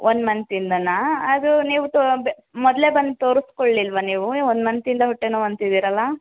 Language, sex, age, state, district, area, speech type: Kannada, female, 30-45, Karnataka, Hassan, urban, conversation